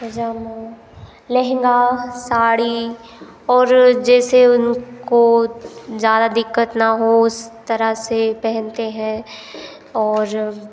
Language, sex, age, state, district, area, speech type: Hindi, female, 18-30, Madhya Pradesh, Hoshangabad, rural, spontaneous